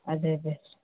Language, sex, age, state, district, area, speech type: Telugu, female, 30-45, Andhra Pradesh, Nellore, urban, conversation